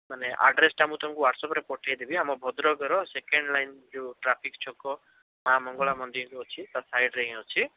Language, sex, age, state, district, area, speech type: Odia, male, 18-30, Odisha, Bhadrak, rural, conversation